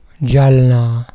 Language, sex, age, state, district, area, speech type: Marathi, male, 60+, Maharashtra, Wardha, rural, spontaneous